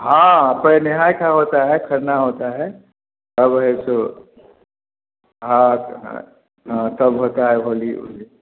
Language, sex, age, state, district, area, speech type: Hindi, male, 45-60, Bihar, Samastipur, rural, conversation